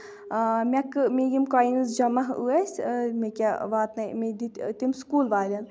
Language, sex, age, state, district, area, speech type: Kashmiri, female, 18-30, Jammu and Kashmir, Shopian, urban, spontaneous